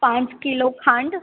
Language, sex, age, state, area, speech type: Gujarati, female, 18-30, Gujarat, urban, conversation